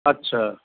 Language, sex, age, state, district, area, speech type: Maithili, male, 30-45, Bihar, Madhubani, rural, conversation